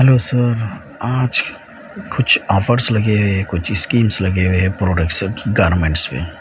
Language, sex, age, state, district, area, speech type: Urdu, male, 45-60, Telangana, Hyderabad, urban, spontaneous